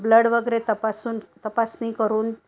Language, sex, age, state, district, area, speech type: Marathi, female, 45-60, Maharashtra, Nagpur, urban, spontaneous